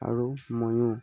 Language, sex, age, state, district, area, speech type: Assamese, male, 18-30, Assam, Tinsukia, rural, spontaneous